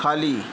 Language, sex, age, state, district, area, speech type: Marathi, male, 30-45, Maharashtra, Yavatmal, urban, read